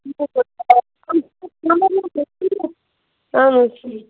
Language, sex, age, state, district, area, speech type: Kashmiri, female, 30-45, Jammu and Kashmir, Bandipora, rural, conversation